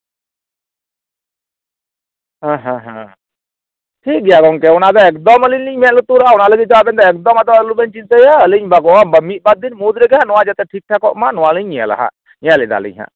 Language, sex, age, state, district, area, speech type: Santali, male, 45-60, West Bengal, Purulia, rural, conversation